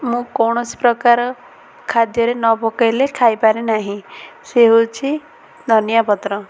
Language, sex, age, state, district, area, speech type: Odia, female, 18-30, Odisha, Ganjam, urban, spontaneous